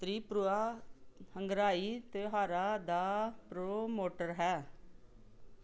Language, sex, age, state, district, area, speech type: Punjabi, female, 45-60, Punjab, Pathankot, rural, read